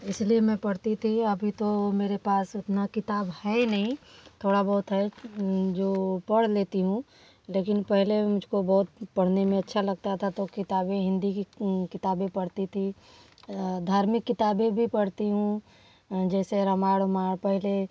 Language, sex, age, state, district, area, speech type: Hindi, female, 30-45, Uttar Pradesh, Varanasi, rural, spontaneous